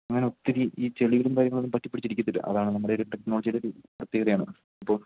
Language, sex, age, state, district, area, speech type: Malayalam, male, 18-30, Kerala, Idukki, rural, conversation